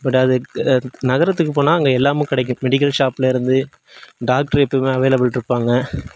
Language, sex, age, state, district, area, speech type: Tamil, male, 18-30, Tamil Nadu, Nagapattinam, urban, spontaneous